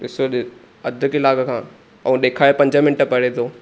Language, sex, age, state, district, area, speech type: Sindhi, male, 18-30, Maharashtra, Thane, rural, spontaneous